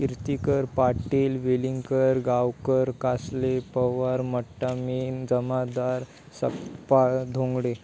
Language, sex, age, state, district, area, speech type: Marathi, male, 18-30, Maharashtra, Ratnagiri, rural, spontaneous